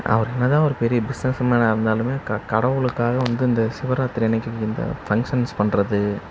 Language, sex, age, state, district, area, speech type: Tamil, male, 18-30, Tamil Nadu, Namakkal, rural, spontaneous